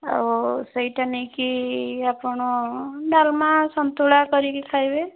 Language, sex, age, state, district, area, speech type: Odia, female, 18-30, Odisha, Bhadrak, rural, conversation